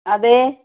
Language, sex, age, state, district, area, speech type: Malayalam, female, 60+, Kerala, Wayanad, rural, conversation